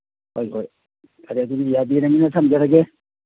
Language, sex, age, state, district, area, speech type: Manipuri, male, 60+, Manipur, Churachandpur, urban, conversation